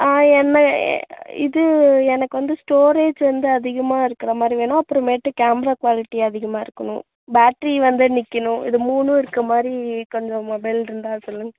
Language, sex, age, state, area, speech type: Tamil, female, 18-30, Tamil Nadu, urban, conversation